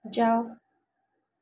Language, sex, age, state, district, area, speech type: Hindi, female, 30-45, Madhya Pradesh, Chhindwara, urban, read